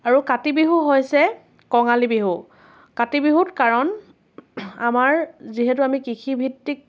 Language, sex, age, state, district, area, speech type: Assamese, female, 30-45, Assam, Lakhimpur, rural, spontaneous